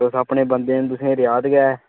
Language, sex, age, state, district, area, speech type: Dogri, male, 18-30, Jammu and Kashmir, Udhampur, urban, conversation